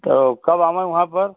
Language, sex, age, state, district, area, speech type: Hindi, male, 60+, Uttar Pradesh, Chandauli, rural, conversation